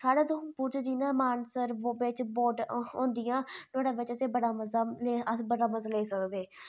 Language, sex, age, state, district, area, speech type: Dogri, female, 30-45, Jammu and Kashmir, Udhampur, urban, spontaneous